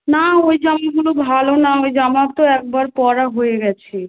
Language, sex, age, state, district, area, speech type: Bengali, female, 18-30, West Bengal, South 24 Parganas, rural, conversation